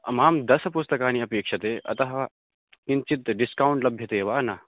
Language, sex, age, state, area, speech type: Sanskrit, male, 18-30, Uttarakhand, rural, conversation